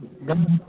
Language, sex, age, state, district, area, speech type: Hindi, male, 60+, Bihar, Madhepura, urban, conversation